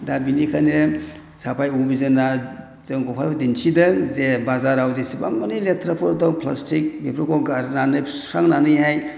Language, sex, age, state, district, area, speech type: Bodo, male, 60+, Assam, Chirang, rural, spontaneous